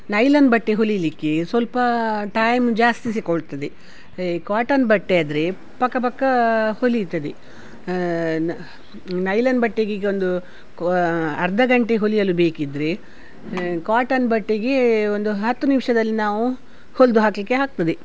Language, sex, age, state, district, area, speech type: Kannada, female, 60+, Karnataka, Udupi, rural, spontaneous